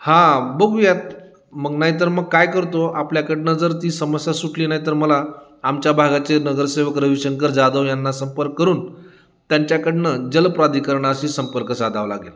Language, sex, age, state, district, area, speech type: Marathi, male, 45-60, Maharashtra, Nanded, urban, spontaneous